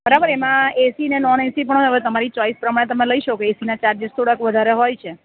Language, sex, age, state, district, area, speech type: Gujarati, female, 30-45, Gujarat, Surat, urban, conversation